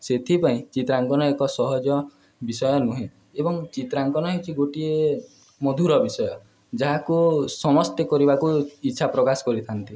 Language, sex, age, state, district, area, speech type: Odia, male, 18-30, Odisha, Nuapada, urban, spontaneous